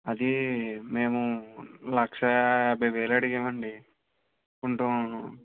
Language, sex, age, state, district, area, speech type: Telugu, male, 60+, Andhra Pradesh, West Godavari, rural, conversation